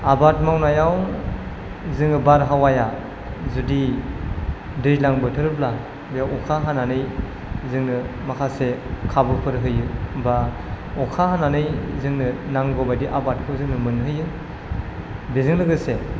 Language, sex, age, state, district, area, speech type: Bodo, male, 18-30, Assam, Chirang, rural, spontaneous